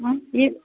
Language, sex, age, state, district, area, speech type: Kannada, female, 60+, Karnataka, Belgaum, urban, conversation